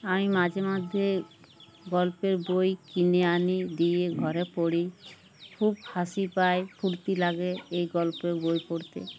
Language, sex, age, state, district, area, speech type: Bengali, female, 60+, West Bengal, Uttar Dinajpur, urban, spontaneous